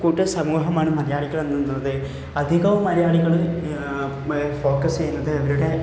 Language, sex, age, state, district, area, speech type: Malayalam, male, 18-30, Kerala, Malappuram, rural, spontaneous